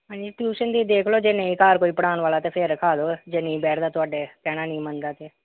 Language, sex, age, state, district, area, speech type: Punjabi, female, 45-60, Punjab, Pathankot, urban, conversation